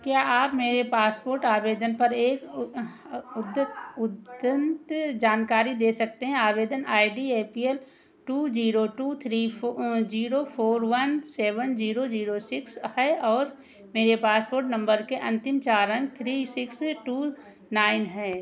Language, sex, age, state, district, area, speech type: Hindi, female, 60+, Uttar Pradesh, Ayodhya, rural, read